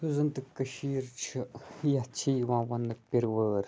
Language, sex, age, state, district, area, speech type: Kashmiri, male, 18-30, Jammu and Kashmir, Budgam, rural, spontaneous